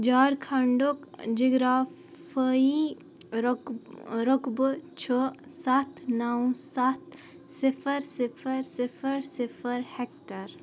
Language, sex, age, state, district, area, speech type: Kashmiri, female, 18-30, Jammu and Kashmir, Baramulla, rural, read